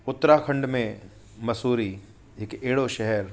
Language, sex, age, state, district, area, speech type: Sindhi, male, 45-60, Delhi, South Delhi, urban, spontaneous